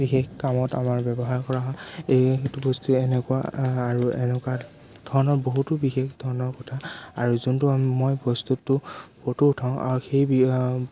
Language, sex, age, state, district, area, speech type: Assamese, male, 18-30, Assam, Sonitpur, rural, spontaneous